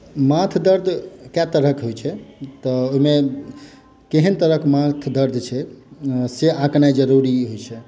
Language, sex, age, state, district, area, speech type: Maithili, male, 18-30, Bihar, Madhubani, rural, spontaneous